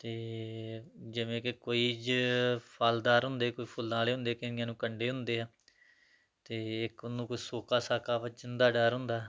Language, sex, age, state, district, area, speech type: Punjabi, male, 30-45, Punjab, Tarn Taran, rural, spontaneous